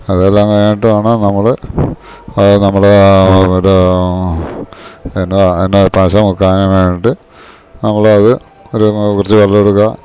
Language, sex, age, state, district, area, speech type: Malayalam, male, 60+, Kerala, Idukki, rural, spontaneous